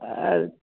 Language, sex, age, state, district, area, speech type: Gujarati, male, 60+, Gujarat, Surat, urban, conversation